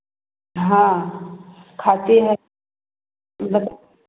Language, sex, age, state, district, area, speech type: Hindi, female, 60+, Uttar Pradesh, Varanasi, rural, conversation